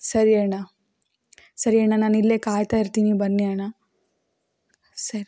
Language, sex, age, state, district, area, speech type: Kannada, female, 18-30, Karnataka, Davanagere, rural, spontaneous